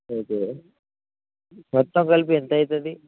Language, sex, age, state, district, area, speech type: Telugu, male, 18-30, Telangana, Nalgonda, rural, conversation